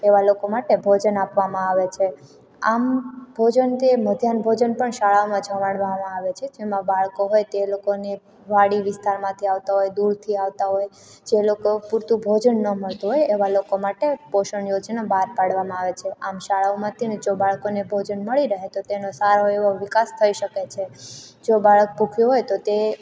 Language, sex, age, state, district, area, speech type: Gujarati, female, 18-30, Gujarat, Amreli, rural, spontaneous